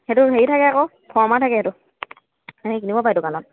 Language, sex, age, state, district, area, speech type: Assamese, female, 30-45, Assam, Dhemaji, urban, conversation